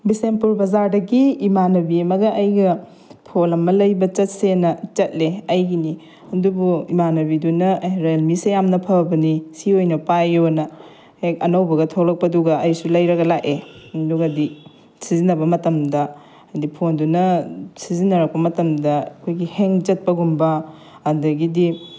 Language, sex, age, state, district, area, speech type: Manipuri, female, 30-45, Manipur, Bishnupur, rural, spontaneous